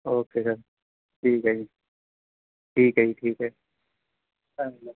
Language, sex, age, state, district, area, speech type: Punjabi, male, 30-45, Punjab, Mansa, rural, conversation